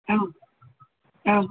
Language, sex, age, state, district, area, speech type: Tamil, female, 30-45, Tamil Nadu, Tiruvallur, urban, conversation